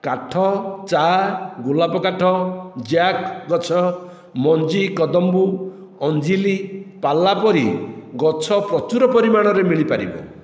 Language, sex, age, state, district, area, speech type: Odia, male, 60+, Odisha, Khordha, rural, read